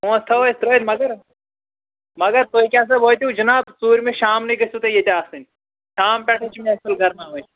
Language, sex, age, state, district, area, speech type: Kashmiri, male, 18-30, Jammu and Kashmir, Bandipora, rural, conversation